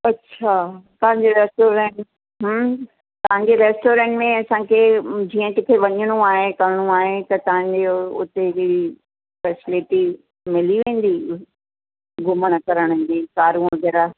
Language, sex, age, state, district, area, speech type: Sindhi, female, 60+, Uttar Pradesh, Lucknow, rural, conversation